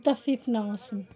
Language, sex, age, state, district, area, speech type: Kashmiri, female, 18-30, Jammu and Kashmir, Srinagar, rural, read